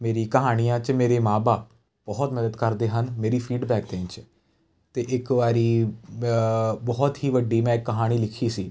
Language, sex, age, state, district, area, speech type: Punjabi, male, 18-30, Punjab, Jalandhar, urban, spontaneous